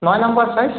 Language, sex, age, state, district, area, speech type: Bengali, male, 18-30, West Bengal, Jalpaiguri, rural, conversation